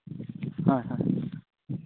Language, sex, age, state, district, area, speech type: Santali, male, 30-45, Jharkhand, East Singhbhum, rural, conversation